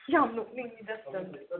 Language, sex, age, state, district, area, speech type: Manipuri, female, 45-60, Manipur, Kangpokpi, urban, conversation